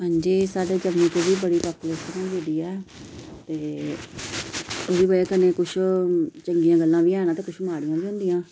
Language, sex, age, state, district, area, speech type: Dogri, female, 30-45, Jammu and Kashmir, Samba, urban, spontaneous